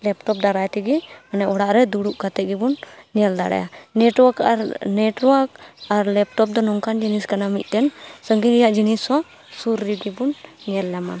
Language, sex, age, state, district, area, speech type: Santali, female, 18-30, West Bengal, Malda, rural, spontaneous